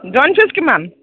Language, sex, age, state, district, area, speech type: Assamese, female, 30-45, Assam, Kamrup Metropolitan, urban, conversation